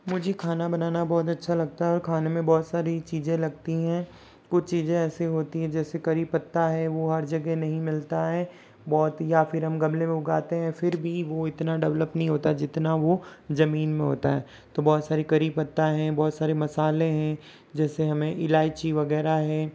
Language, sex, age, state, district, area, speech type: Hindi, male, 60+, Rajasthan, Jodhpur, rural, spontaneous